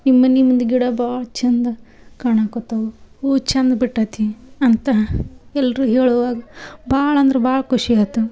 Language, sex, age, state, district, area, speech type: Kannada, female, 18-30, Karnataka, Dharwad, rural, spontaneous